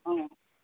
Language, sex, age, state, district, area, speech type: Assamese, female, 60+, Assam, Udalguri, rural, conversation